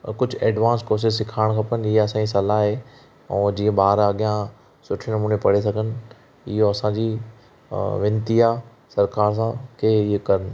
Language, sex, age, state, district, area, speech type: Sindhi, male, 30-45, Maharashtra, Thane, urban, spontaneous